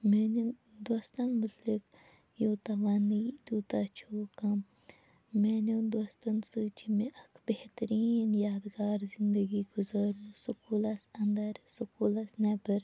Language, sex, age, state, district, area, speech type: Kashmiri, female, 30-45, Jammu and Kashmir, Shopian, urban, spontaneous